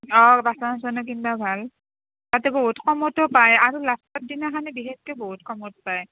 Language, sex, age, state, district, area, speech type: Assamese, female, 30-45, Assam, Nalbari, rural, conversation